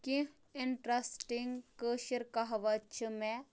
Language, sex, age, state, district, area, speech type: Kashmiri, female, 18-30, Jammu and Kashmir, Bandipora, rural, spontaneous